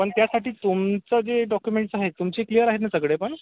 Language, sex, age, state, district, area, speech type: Marathi, male, 45-60, Maharashtra, Nagpur, urban, conversation